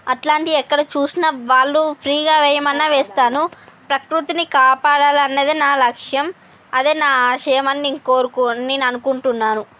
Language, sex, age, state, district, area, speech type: Telugu, female, 45-60, Andhra Pradesh, Srikakulam, urban, spontaneous